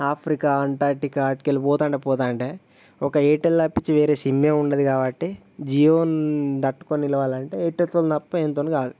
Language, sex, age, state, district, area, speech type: Telugu, male, 18-30, Telangana, Jayashankar, rural, spontaneous